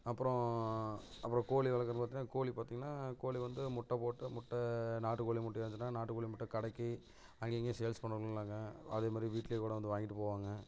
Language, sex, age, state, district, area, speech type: Tamil, male, 30-45, Tamil Nadu, Namakkal, rural, spontaneous